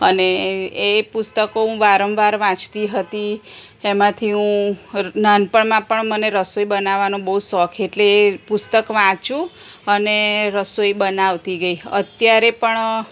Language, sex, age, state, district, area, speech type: Gujarati, female, 45-60, Gujarat, Kheda, rural, spontaneous